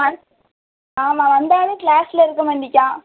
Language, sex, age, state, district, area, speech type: Tamil, female, 18-30, Tamil Nadu, Thoothukudi, rural, conversation